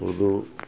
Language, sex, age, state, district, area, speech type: Urdu, male, 60+, Bihar, Supaul, rural, spontaneous